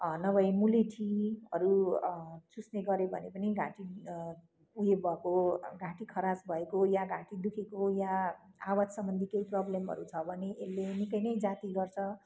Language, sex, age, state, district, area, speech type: Nepali, female, 60+, West Bengal, Kalimpong, rural, spontaneous